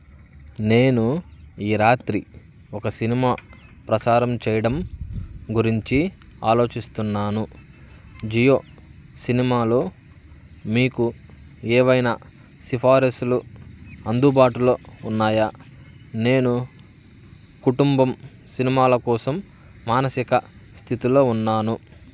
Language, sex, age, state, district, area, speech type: Telugu, male, 30-45, Andhra Pradesh, Bapatla, urban, read